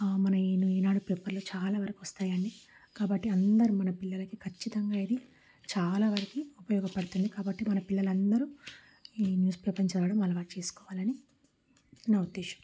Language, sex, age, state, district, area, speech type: Telugu, female, 30-45, Telangana, Warangal, urban, spontaneous